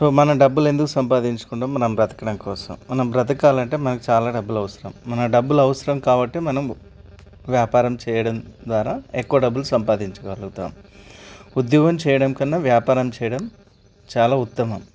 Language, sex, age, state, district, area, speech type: Telugu, male, 30-45, Telangana, Karimnagar, rural, spontaneous